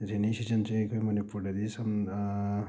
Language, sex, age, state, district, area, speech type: Manipuri, male, 30-45, Manipur, Thoubal, rural, spontaneous